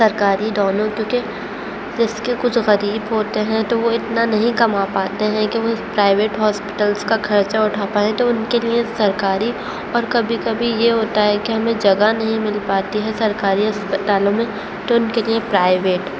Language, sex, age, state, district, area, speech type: Urdu, female, 18-30, Uttar Pradesh, Aligarh, urban, spontaneous